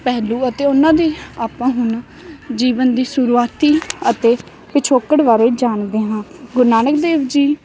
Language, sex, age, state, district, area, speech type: Punjabi, female, 18-30, Punjab, Barnala, rural, spontaneous